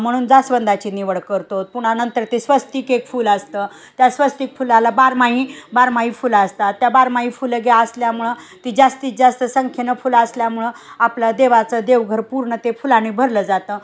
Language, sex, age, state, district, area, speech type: Marathi, female, 45-60, Maharashtra, Osmanabad, rural, spontaneous